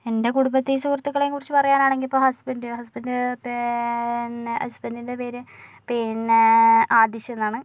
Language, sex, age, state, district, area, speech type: Malayalam, female, 30-45, Kerala, Kozhikode, urban, spontaneous